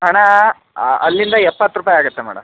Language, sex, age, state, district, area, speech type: Kannada, male, 18-30, Karnataka, Chitradurga, urban, conversation